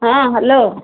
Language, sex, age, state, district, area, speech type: Odia, female, 30-45, Odisha, Ganjam, urban, conversation